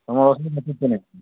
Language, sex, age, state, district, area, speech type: Odia, male, 45-60, Odisha, Kalahandi, rural, conversation